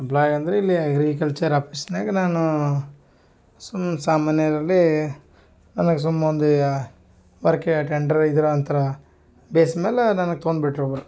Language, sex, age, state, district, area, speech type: Kannada, male, 30-45, Karnataka, Gulbarga, urban, spontaneous